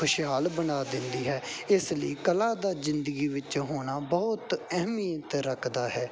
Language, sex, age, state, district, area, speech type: Punjabi, male, 18-30, Punjab, Bathinda, rural, spontaneous